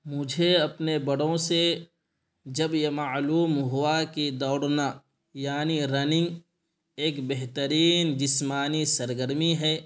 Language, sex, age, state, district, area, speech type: Urdu, male, 18-30, Bihar, Purnia, rural, spontaneous